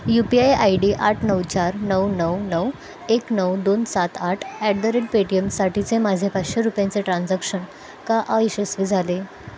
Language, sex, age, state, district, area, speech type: Marathi, female, 18-30, Maharashtra, Mumbai Suburban, urban, read